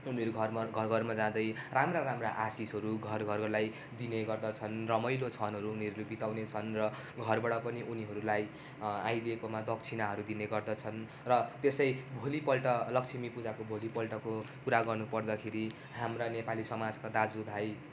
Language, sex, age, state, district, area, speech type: Nepali, male, 18-30, West Bengal, Darjeeling, rural, spontaneous